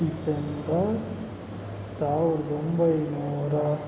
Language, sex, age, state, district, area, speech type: Kannada, male, 45-60, Karnataka, Kolar, rural, spontaneous